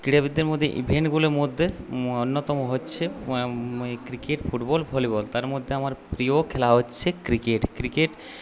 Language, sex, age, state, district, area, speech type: Bengali, male, 30-45, West Bengal, Purulia, rural, spontaneous